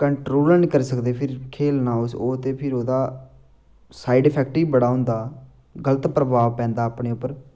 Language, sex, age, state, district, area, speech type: Dogri, male, 18-30, Jammu and Kashmir, Samba, rural, spontaneous